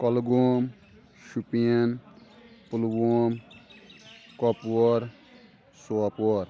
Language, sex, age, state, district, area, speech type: Kashmiri, male, 18-30, Jammu and Kashmir, Kulgam, rural, spontaneous